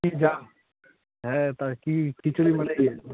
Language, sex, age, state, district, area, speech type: Bengali, male, 18-30, West Bengal, Darjeeling, urban, conversation